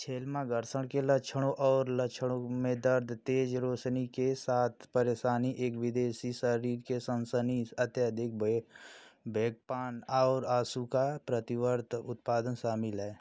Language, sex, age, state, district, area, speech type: Hindi, male, 30-45, Uttar Pradesh, Ghazipur, rural, read